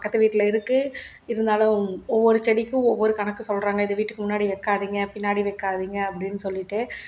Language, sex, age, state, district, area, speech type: Tamil, female, 30-45, Tamil Nadu, Salem, rural, spontaneous